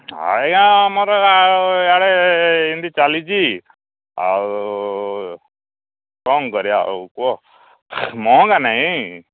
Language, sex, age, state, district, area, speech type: Odia, male, 45-60, Odisha, Koraput, rural, conversation